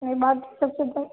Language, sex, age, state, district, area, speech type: Hindi, female, 18-30, Rajasthan, Jodhpur, urban, conversation